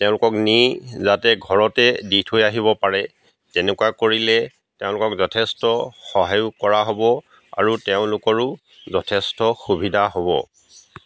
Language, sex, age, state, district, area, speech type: Assamese, male, 45-60, Assam, Golaghat, rural, spontaneous